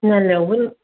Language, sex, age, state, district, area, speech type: Bodo, female, 45-60, Assam, Kokrajhar, rural, conversation